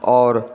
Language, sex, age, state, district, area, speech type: Maithili, male, 18-30, Bihar, Supaul, rural, spontaneous